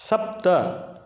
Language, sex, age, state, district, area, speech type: Sanskrit, male, 60+, Karnataka, Shimoga, urban, read